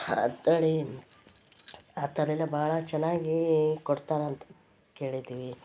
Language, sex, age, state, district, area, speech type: Kannada, female, 45-60, Karnataka, Koppal, rural, spontaneous